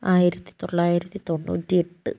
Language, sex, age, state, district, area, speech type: Malayalam, female, 60+, Kerala, Wayanad, rural, spontaneous